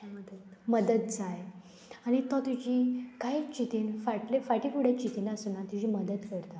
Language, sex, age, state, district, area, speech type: Goan Konkani, female, 18-30, Goa, Murmgao, rural, spontaneous